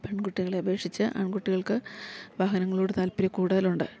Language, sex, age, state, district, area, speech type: Malayalam, female, 45-60, Kerala, Idukki, rural, spontaneous